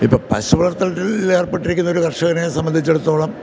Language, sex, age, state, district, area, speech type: Malayalam, male, 60+, Kerala, Kottayam, rural, spontaneous